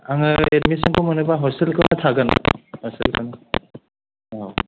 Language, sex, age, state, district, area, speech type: Bodo, male, 30-45, Assam, Chirang, rural, conversation